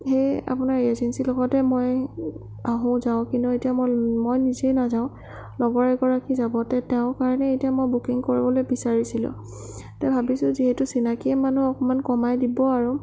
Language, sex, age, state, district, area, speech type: Assamese, female, 18-30, Assam, Sonitpur, rural, spontaneous